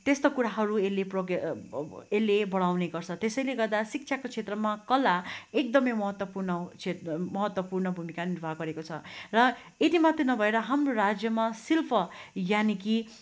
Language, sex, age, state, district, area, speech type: Nepali, female, 45-60, West Bengal, Darjeeling, rural, spontaneous